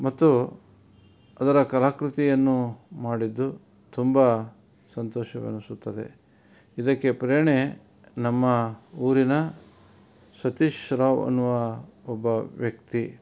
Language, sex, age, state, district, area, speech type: Kannada, male, 45-60, Karnataka, Davanagere, rural, spontaneous